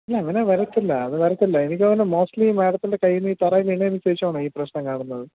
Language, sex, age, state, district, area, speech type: Malayalam, male, 30-45, Kerala, Thiruvananthapuram, urban, conversation